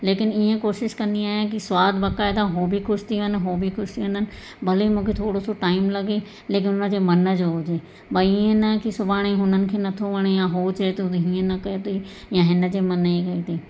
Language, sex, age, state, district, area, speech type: Sindhi, female, 45-60, Madhya Pradesh, Katni, urban, spontaneous